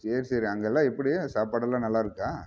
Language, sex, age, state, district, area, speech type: Tamil, male, 30-45, Tamil Nadu, Namakkal, rural, spontaneous